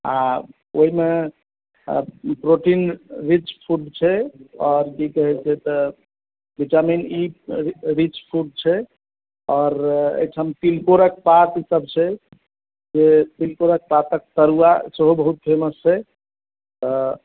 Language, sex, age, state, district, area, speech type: Maithili, male, 30-45, Bihar, Madhubani, rural, conversation